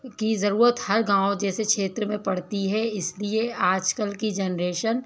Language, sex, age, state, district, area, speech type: Hindi, female, 30-45, Madhya Pradesh, Bhopal, urban, spontaneous